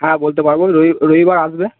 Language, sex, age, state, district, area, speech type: Bengali, male, 18-30, West Bengal, Cooch Behar, urban, conversation